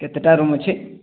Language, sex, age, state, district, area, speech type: Odia, male, 18-30, Odisha, Subarnapur, urban, conversation